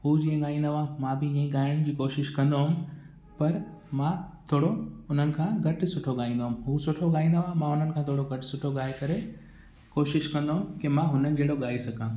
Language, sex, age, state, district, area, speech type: Sindhi, male, 18-30, Gujarat, Kutch, urban, spontaneous